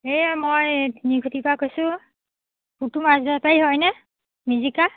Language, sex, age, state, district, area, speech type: Assamese, female, 30-45, Assam, Biswanath, rural, conversation